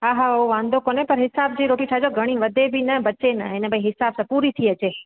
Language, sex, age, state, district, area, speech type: Sindhi, female, 45-60, Rajasthan, Ajmer, urban, conversation